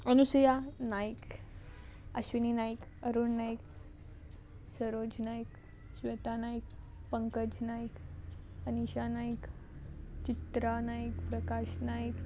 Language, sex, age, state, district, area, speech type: Goan Konkani, female, 18-30, Goa, Murmgao, urban, spontaneous